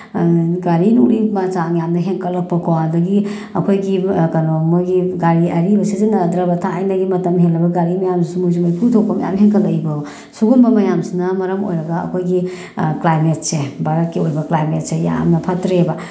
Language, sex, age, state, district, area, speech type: Manipuri, female, 30-45, Manipur, Bishnupur, rural, spontaneous